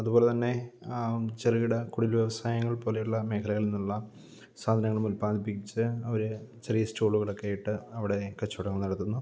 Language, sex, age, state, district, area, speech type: Malayalam, male, 30-45, Kerala, Kollam, rural, spontaneous